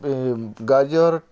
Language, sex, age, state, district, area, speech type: Odia, male, 45-60, Odisha, Bargarh, rural, spontaneous